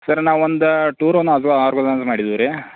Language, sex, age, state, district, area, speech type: Kannada, male, 30-45, Karnataka, Belgaum, rural, conversation